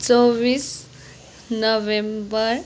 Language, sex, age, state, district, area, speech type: Nepali, female, 18-30, West Bengal, Kalimpong, rural, spontaneous